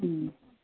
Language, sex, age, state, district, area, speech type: Gujarati, female, 30-45, Gujarat, Kheda, rural, conversation